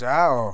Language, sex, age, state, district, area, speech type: Odia, male, 45-60, Odisha, Kalahandi, rural, read